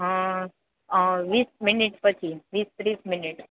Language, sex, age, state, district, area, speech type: Gujarati, female, 18-30, Gujarat, Junagadh, rural, conversation